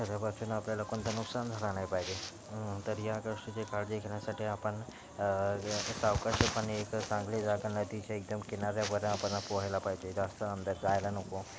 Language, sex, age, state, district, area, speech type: Marathi, male, 18-30, Maharashtra, Thane, urban, spontaneous